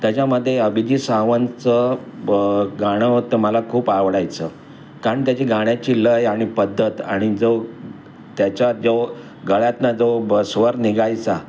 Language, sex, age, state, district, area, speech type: Marathi, male, 60+, Maharashtra, Mumbai Suburban, urban, spontaneous